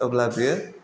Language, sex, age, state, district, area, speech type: Bodo, male, 18-30, Assam, Chirang, rural, spontaneous